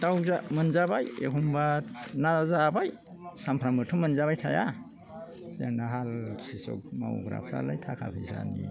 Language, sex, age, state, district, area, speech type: Bodo, male, 60+, Assam, Chirang, rural, spontaneous